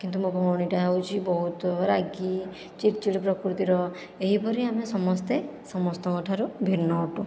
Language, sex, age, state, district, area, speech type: Odia, female, 45-60, Odisha, Khordha, rural, spontaneous